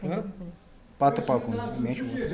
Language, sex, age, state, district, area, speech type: Kashmiri, male, 30-45, Jammu and Kashmir, Srinagar, rural, read